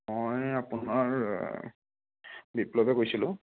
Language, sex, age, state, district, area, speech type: Assamese, male, 45-60, Assam, Morigaon, rural, conversation